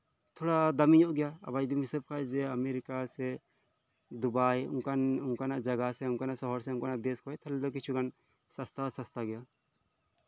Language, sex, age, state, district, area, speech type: Santali, male, 18-30, West Bengal, Birbhum, rural, spontaneous